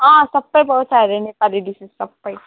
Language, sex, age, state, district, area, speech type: Nepali, female, 18-30, West Bengal, Alipurduar, urban, conversation